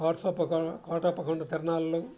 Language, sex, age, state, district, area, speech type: Telugu, male, 60+, Andhra Pradesh, Guntur, urban, spontaneous